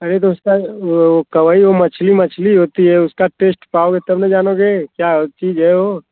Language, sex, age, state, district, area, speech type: Hindi, male, 18-30, Uttar Pradesh, Azamgarh, rural, conversation